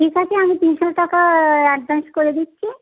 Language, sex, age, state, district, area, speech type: Bengali, female, 45-60, West Bengal, Uttar Dinajpur, urban, conversation